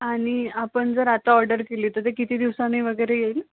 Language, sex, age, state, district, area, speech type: Marathi, female, 18-30, Maharashtra, Amravati, rural, conversation